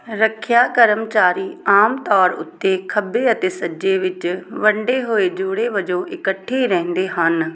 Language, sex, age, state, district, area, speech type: Punjabi, female, 30-45, Punjab, Tarn Taran, rural, read